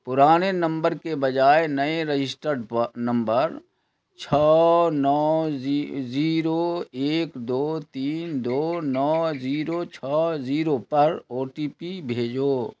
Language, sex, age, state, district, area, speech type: Urdu, male, 60+, Bihar, Khagaria, rural, read